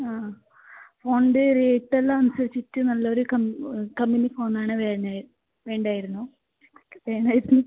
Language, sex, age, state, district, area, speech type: Malayalam, female, 18-30, Kerala, Kasaragod, rural, conversation